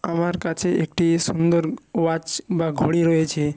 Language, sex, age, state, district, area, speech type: Bengali, male, 60+, West Bengal, Jhargram, rural, spontaneous